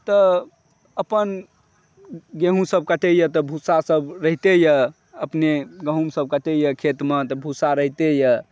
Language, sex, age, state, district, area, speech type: Maithili, male, 45-60, Bihar, Saharsa, urban, spontaneous